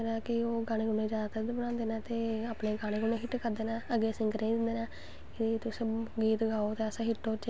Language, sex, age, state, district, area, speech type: Dogri, female, 18-30, Jammu and Kashmir, Samba, rural, spontaneous